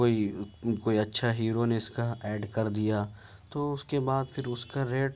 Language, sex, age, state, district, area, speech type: Urdu, male, 30-45, Uttar Pradesh, Ghaziabad, urban, spontaneous